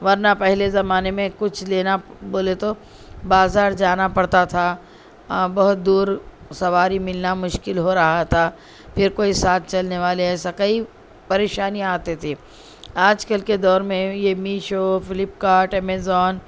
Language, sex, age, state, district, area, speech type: Urdu, female, 30-45, Telangana, Hyderabad, urban, spontaneous